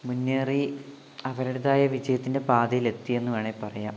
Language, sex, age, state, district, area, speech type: Malayalam, male, 18-30, Kerala, Wayanad, rural, spontaneous